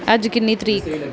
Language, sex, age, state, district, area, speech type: Punjabi, female, 18-30, Punjab, Pathankot, rural, read